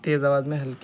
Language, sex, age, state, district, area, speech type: Urdu, male, 30-45, Uttar Pradesh, Muzaffarnagar, urban, spontaneous